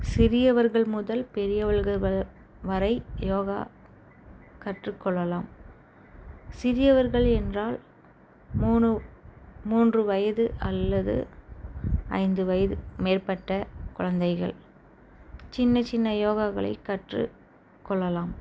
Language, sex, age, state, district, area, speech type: Tamil, female, 30-45, Tamil Nadu, Chennai, urban, spontaneous